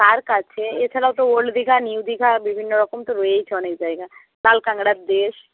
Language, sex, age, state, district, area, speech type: Bengali, female, 60+, West Bengal, Jhargram, rural, conversation